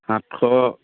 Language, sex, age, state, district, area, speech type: Assamese, male, 45-60, Assam, Charaideo, rural, conversation